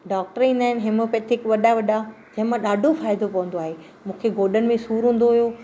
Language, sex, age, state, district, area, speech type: Sindhi, female, 45-60, Maharashtra, Thane, urban, spontaneous